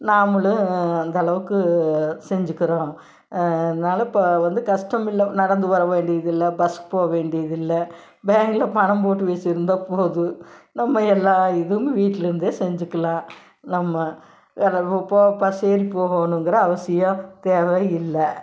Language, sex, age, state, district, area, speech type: Tamil, female, 60+, Tamil Nadu, Tiruppur, rural, spontaneous